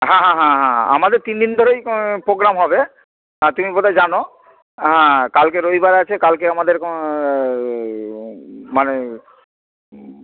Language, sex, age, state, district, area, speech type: Bengali, male, 45-60, West Bengal, Hooghly, urban, conversation